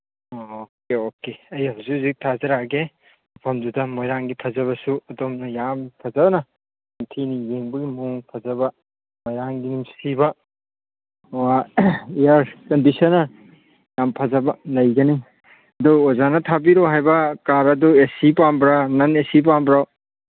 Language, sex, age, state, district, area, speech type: Manipuri, male, 30-45, Manipur, Churachandpur, rural, conversation